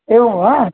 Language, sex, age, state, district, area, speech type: Sanskrit, male, 30-45, Karnataka, Vijayapura, urban, conversation